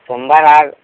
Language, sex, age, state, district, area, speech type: Bengali, male, 18-30, West Bengal, Howrah, urban, conversation